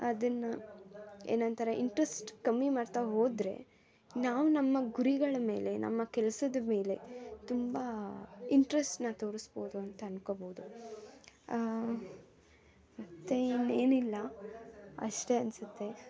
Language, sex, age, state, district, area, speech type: Kannada, female, 18-30, Karnataka, Mysore, urban, spontaneous